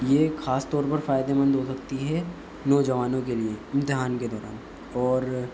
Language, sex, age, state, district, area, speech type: Urdu, male, 18-30, Delhi, East Delhi, urban, spontaneous